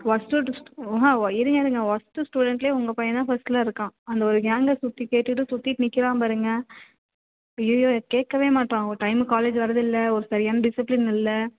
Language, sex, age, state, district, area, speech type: Tamil, female, 18-30, Tamil Nadu, Thanjavur, urban, conversation